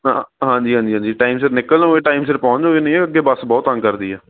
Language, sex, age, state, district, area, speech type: Punjabi, male, 45-60, Punjab, Patiala, urban, conversation